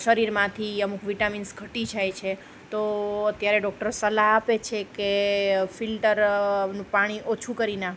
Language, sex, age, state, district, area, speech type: Gujarati, female, 30-45, Gujarat, Junagadh, urban, spontaneous